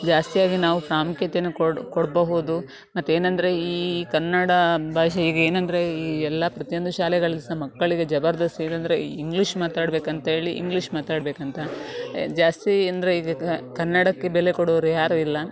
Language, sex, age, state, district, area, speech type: Kannada, female, 30-45, Karnataka, Dakshina Kannada, rural, spontaneous